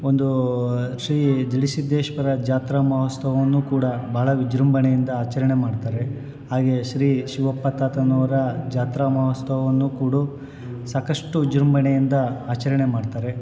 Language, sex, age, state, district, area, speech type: Kannada, male, 45-60, Karnataka, Bellary, rural, spontaneous